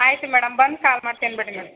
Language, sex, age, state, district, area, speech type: Kannada, female, 30-45, Karnataka, Chamarajanagar, rural, conversation